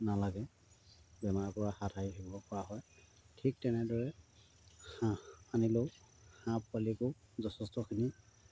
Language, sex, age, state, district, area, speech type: Assamese, male, 30-45, Assam, Sivasagar, rural, spontaneous